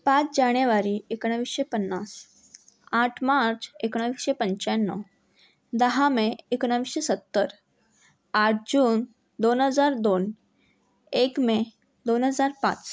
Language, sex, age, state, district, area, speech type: Marathi, female, 18-30, Maharashtra, Thane, urban, spontaneous